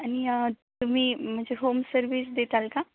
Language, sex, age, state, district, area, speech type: Marathi, female, 18-30, Maharashtra, Beed, urban, conversation